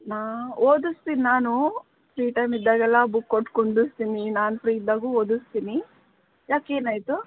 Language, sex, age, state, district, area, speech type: Kannada, female, 18-30, Karnataka, Davanagere, rural, conversation